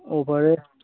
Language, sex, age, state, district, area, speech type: Manipuri, male, 18-30, Manipur, Churachandpur, rural, conversation